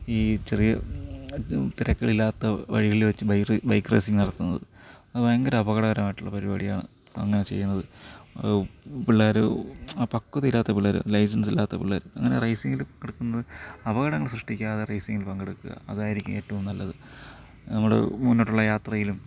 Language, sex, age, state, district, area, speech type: Malayalam, male, 30-45, Kerala, Thiruvananthapuram, rural, spontaneous